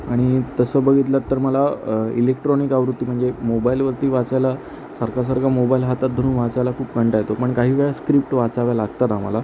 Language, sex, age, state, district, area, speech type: Marathi, male, 30-45, Maharashtra, Sindhudurg, urban, spontaneous